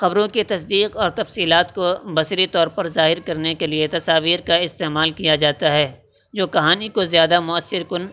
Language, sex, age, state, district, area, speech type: Urdu, male, 18-30, Uttar Pradesh, Saharanpur, urban, spontaneous